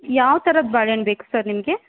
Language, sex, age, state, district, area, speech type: Kannada, female, 18-30, Karnataka, Chamarajanagar, rural, conversation